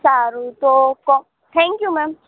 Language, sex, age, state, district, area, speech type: Gujarati, female, 30-45, Gujarat, Morbi, urban, conversation